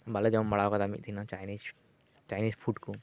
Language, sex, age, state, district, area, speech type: Santali, male, 18-30, West Bengal, Birbhum, rural, spontaneous